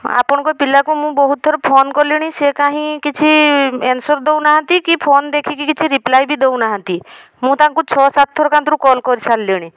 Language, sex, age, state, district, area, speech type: Odia, female, 45-60, Odisha, Mayurbhanj, rural, spontaneous